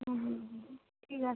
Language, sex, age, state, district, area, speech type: Bengali, female, 45-60, West Bengal, South 24 Parganas, rural, conversation